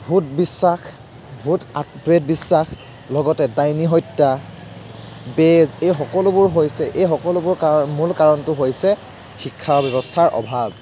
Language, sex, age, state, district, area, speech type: Assamese, male, 18-30, Assam, Kamrup Metropolitan, urban, spontaneous